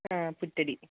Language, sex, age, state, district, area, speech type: Malayalam, female, 30-45, Kerala, Idukki, rural, conversation